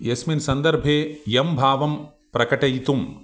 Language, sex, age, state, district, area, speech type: Sanskrit, male, 45-60, Telangana, Ranga Reddy, urban, spontaneous